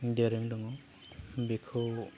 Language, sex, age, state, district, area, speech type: Bodo, male, 30-45, Assam, Baksa, urban, spontaneous